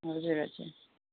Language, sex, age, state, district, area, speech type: Nepali, female, 45-60, West Bengal, Jalpaiguri, rural, conversation